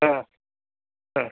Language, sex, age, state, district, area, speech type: Sanskrit, male, 30-45, Karnataka, Uttara Kannada, rural, conversation